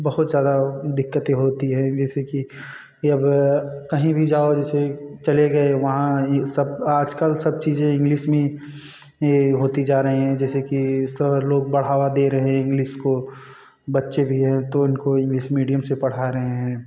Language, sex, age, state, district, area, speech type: Hindi, male, 18-30, Uttar Pradesh, Jaunpur, urban, spontaneous